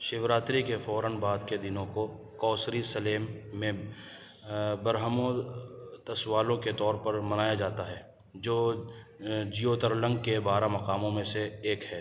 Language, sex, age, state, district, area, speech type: Urdu, male, 30-45, Delhi, Central Delhi, urban, read